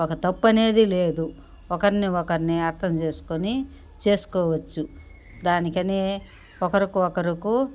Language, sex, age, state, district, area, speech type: Telugu, female, 60+, Andhra Pradesh, Sri Balaji, urban, spontaneous